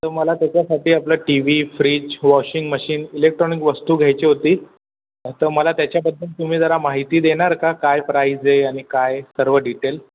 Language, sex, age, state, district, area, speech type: Marathi, male, 30-45, Maharashtra, Thane, urban, conversation